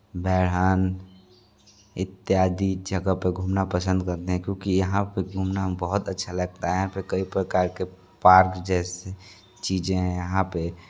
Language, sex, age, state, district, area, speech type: Hindi, male, 30-45, Uttar Pradesh, Sonbhadra, rural, spontaneous